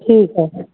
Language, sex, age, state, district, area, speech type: Sindhi, female, 30-45, Uttar Pradesh, Lucknow, urban, conversation